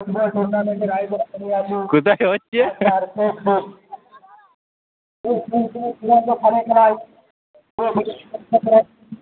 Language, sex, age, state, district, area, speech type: Bengali, male, 18-30, West Bengal, Uttar Dinajpur, rural, conversation